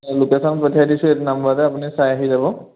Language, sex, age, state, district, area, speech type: Assamese, male, 18-30, Assam, Sivasagar, urban, conversation